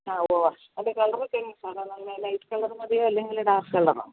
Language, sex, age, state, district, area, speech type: Malayalam, female, 45-60, Kerala, Idukki, rural, conversation